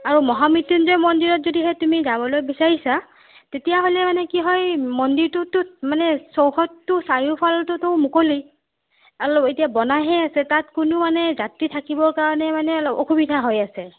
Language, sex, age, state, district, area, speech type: Assamese, female, 45-60, Assam, Nagaon, rural, conversation